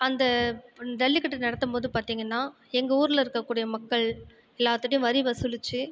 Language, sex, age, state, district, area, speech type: Tamil, female, 30-45, Tamil Nadu, Ariyalur, rural, spontaneous